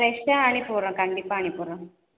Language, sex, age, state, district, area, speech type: Tamil, female, 30-45, Tamil Nadu, Cuddalore, rural, conversation